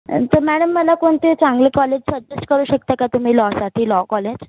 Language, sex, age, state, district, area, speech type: Marathi, female, 30-45, Maharashtra, Nagpur, urban, conversation